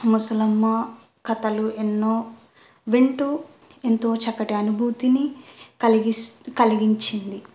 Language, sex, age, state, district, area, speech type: Telugu, female, 18-30, Andhra Pradesh, Kurnool, rural, spontaneous